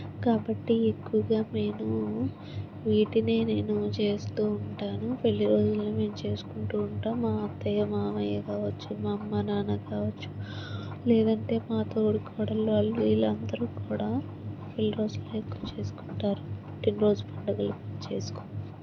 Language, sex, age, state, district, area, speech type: Telugu, female, 30-45, Andhra Pradesh, Palnadu, rural, spontaneous